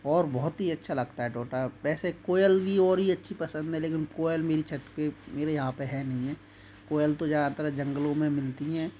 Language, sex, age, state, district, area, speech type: Hindi, male, 30-45, Madhya Pradesh, Gwalior, rural, spontaneous